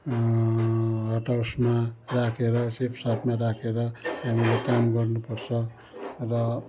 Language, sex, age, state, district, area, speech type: Nepali, male, 60+, West Bengal, Kalimpong, rural, spontaneous